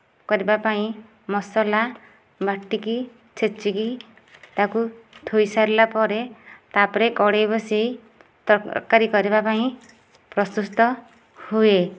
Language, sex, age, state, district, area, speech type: Odia, female, 30-45, Odisha, Nayagarh, rural, spontaneous